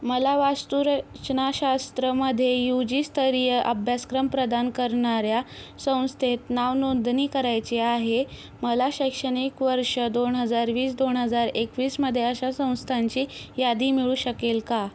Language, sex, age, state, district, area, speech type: Marathi, female, 60+, Maharashtra, Yavatmal, rural, read